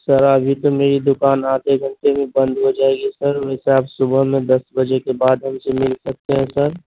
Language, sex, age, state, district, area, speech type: Urdu, male, 30-45, Uttar Pradesh, Gautam Buddha Nagar, urban, conversation